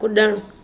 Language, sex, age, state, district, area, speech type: Sindhi, female, 45-60, Maharashtra, Mumbai Suburban, urban, read